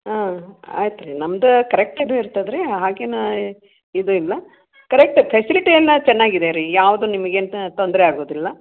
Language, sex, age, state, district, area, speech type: Kannada, female, 60+, Karnataka, Gadag, rural, conversation